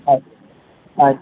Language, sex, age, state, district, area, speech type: Kannada, male, 30-45, Karnataka, Udupi, rural, conversation